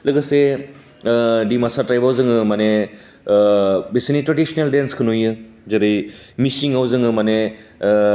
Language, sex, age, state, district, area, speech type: Bodo, male, 30-45, Assam, Baksa, urban, spontaneous